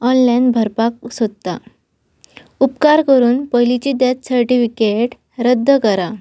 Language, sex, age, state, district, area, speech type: Goan Konkani, female, 18-30, Goa, Pernem, rural, spontaneous